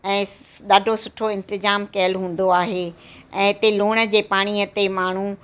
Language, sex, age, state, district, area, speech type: Sindhi, female, 60+, Gujarat, Kutch, rural, spontaneous